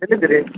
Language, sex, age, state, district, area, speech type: Kannada, male, 30-45, Karnataka, Davanagere, urban, conversation